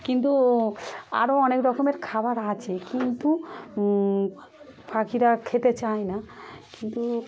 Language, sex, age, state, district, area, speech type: Bengali, female, 30-45, West Bengal, Dakshin Dinajpur, urban, spontaneous